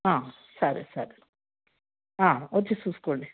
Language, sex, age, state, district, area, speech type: Telugu, female, 60+, Telangana, Hyderabad, urban, conversation